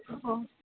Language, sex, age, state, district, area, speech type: Marathi, female, 18-30, Maharashtra, Ahmednagar, urban, conversation